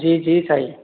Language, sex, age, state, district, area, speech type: Sindhi, male, 30-45, Madhya Pradesh, Katni, rural, conversation